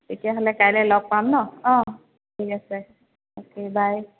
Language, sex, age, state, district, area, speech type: Assamese, female, 45-60, Assam, Dibrugarh, rural, conversation